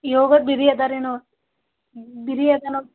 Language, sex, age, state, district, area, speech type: Kannada, female, 18-30, Karnataka, Gulbarga, rural, conversation